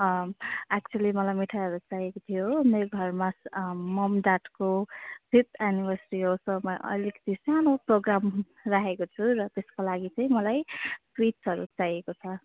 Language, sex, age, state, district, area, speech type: Nepali, female, 18-30, West Bengal, Jalpaiguri, rural, conversation